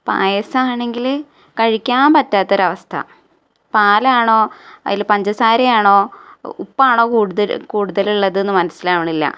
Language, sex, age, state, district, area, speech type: Malayalam, female, 18-30, Kerala, Malappuram, rural, spontaneous